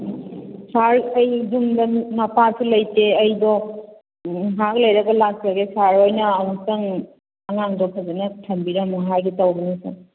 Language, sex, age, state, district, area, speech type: Manipuri, female, 45-60, Manipur, Kakching, rural, conversation